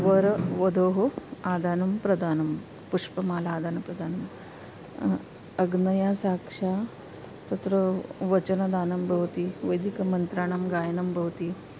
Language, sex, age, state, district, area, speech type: Sanskrit, female, 45-60, Maharashtra, Nagpur, urban, spontaneous